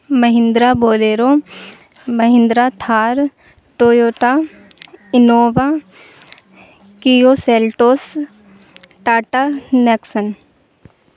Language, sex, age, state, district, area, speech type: Urdu, female, 18-30, Bihar, Supaul, rural, spontaneous